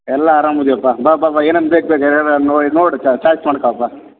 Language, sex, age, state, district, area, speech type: Kannada, male, 30-45, Karnataka, Bellary, rural, conversation